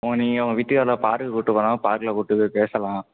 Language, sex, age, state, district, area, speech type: Tamil, male, 18-30, Tamil Nadu, Thanjavur, rural, conversation